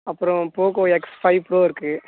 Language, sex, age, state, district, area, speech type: Tamil, male, 18-30, Tamil Nadu, Tiruvannamalai, rural, conversation